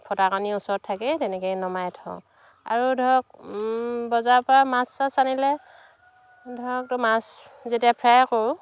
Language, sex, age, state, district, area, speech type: Assamese, female, 30-45, Assam, Dhemaji, urban, spontaneous